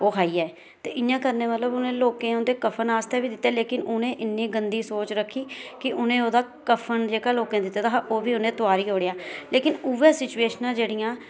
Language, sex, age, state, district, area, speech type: Dogri, female, 30-45, Jammu and Kashmir, Reasi, rural, spontaneous